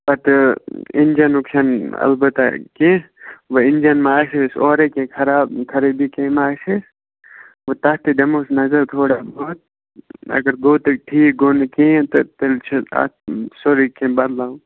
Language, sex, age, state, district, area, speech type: Kashmiri, male, 18-30, Jammu and Kashmir, Baramulla, rural, conversation